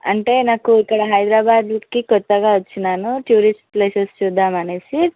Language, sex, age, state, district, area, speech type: Telugu, female, 18-30, Telangana, Ranga Reddy, urban, conversation